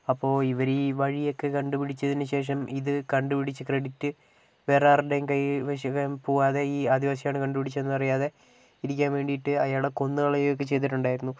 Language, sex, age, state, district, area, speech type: Malayalam, male, 18-30, Kerala, Wayanad, rural, spontaneous